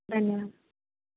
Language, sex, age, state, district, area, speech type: Telugu, female, 60+, Andhra Pradesh, Konaseema, rural, conversation